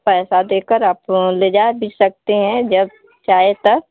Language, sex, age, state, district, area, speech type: Hindi, female, 60+, Uttar Pradesh, Azamgarh, urban, conversation